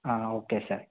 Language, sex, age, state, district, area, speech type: Kannada, male, 18-30, Karnataka, Bagalkot, rural, conversation